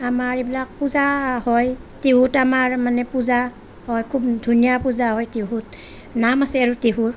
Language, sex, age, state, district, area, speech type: Assamese, female, 30-45, Assam, Nalbari, rural, spontaneous